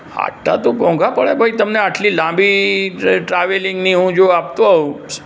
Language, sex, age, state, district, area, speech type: Gujarati, male, 60+, Gujarat, Aravalli, urban, spontaneous